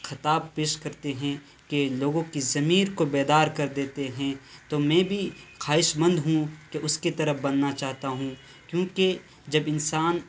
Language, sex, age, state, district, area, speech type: Urdu, male, 18-30, Bihar, Purnia, rural, spontaneous